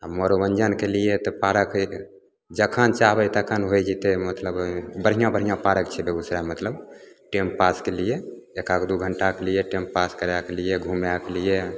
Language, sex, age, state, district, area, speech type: Maithili, male, 30-45, Bihar, Begusarai, rural, spontaneous